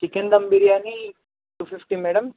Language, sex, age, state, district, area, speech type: Telugu, male, 18-30, Telangana, Nalgonda, urban, conversation